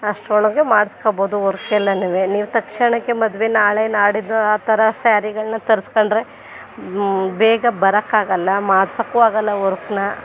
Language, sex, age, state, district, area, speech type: Kannada, female, 30-45, Karnataka, Mandya, urban, spontaneous